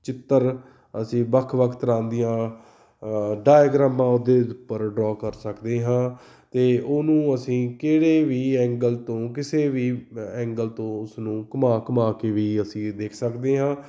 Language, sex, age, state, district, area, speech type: Punjabi, male, 30-45, Punjab, Fatehgarh Sahib, urban, spontaneous